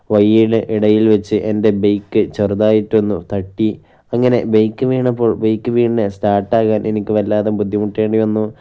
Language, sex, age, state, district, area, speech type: Malayalam, male, 18-30, Kerala, Kozhikode, rural, spontaneous